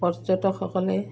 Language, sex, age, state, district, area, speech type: Assamese, female, 45-60, Assam, Udalguri, rural, spontaneous